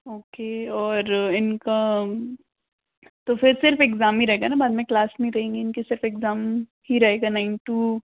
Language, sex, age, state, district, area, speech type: Hindi, female, 60+, Madhya Pradesh, Bhopal, urban, conversation